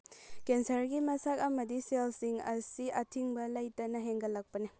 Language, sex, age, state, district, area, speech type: Manipuri, female, 18-30, Manipur, Churachandpur, urban, read